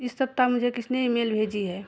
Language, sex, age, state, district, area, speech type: Hindi, female, 30-45, Uttar Pradesh, Jaunpur, urban, read